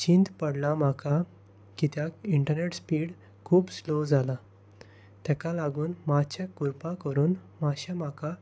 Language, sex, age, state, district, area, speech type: Goan Konkani, male, 18-30, Goa, Salcete, rural, spontaneous